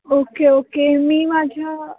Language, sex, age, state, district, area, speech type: Marathi, female, 18-30, Maharashtra, Sangli, urban, conversation